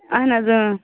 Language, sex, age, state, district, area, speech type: Kashmiri, female, 30-45, Jammu and Kashmir, Baramulla, rural, conversation